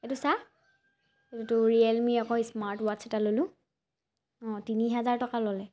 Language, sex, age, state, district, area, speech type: Assamese, female, 18-30, Assam, Charaideo, urban, spontaneous